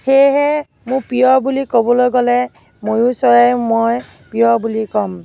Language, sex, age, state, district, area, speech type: Assamese, female, 30-45, Assam, Nagaon, rural, spontaneous